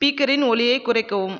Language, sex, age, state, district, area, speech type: Tamil, female, 18-30, Tamil Nadu, Viluppuram, rural, read